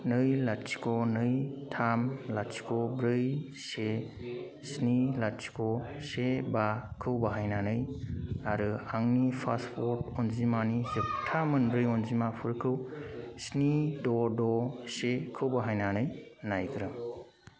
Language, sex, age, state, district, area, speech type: Bodo, male, 18-30, Assam, Kokrajhar, rural, read